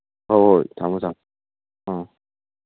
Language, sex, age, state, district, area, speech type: Manipuri, male, 18-30, Manipur, Kangpokpi, urban, conversation